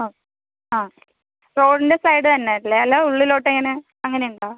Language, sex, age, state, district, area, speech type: Malayalam, female, 30-45, Kerala, Palakkad, rural, conversation